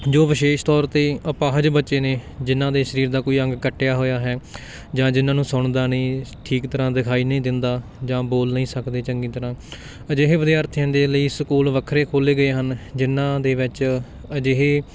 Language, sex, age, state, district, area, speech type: Punjabi, male, 18-30, Punjab, Patiala, rural, spontaneous